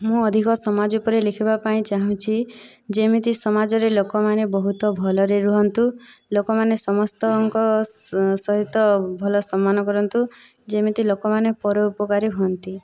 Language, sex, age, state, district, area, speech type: Odia, female, 18-30, Odisha, Boudh, rural, spontaneous